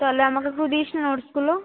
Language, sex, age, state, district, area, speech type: Bengali, female, 30-45, West Bengal, Kolkata, urban, conversation